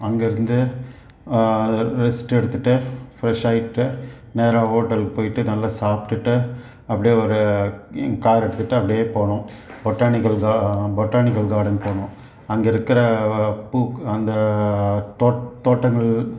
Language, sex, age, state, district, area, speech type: Tamil, male, 45-60, Tamil Nadu, Salem, urban, spontaneous